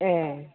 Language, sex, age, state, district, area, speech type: Bodo, female, 60+, Assam, Chirang, urban, conversation